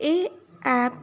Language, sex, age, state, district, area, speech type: Punjabi, female, 18-30, Punjab, Fazilka, rural, spontaneous